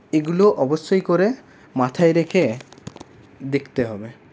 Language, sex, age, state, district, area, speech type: Bengali, male, 30-45, West Bengal, Paschim Bardhaman, urban, spontaneous